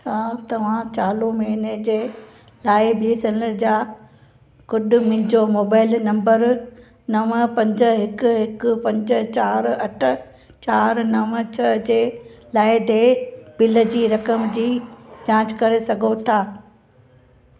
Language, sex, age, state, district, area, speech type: Sindhi, female, 60+, Gujarat, Kutch, rural, read